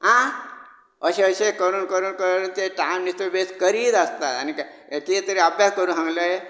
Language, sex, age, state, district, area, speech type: Goan Konkani, male, 45-60, Goa, Bardez, rural, spontaneous